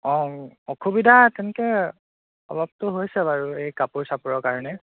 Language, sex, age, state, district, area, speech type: Assamese, male, 18-30, Assam, Golaghat, rural, conversation